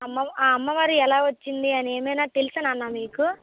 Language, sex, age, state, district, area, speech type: Telugu, female, 18-30, Andhra Pradesh, Vizianagaram, rural, conversation